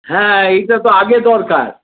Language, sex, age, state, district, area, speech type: Bengali, male, 60+, West Bengal, Paschim Bardhaman, urban, conversation